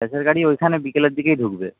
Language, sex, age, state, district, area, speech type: Bengali, male, 18-30, West Bengal, Jhargram, rural, conversation